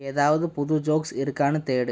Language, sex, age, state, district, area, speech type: Tamil, male, 18-30, Tamil Nadu, Erode, rural, read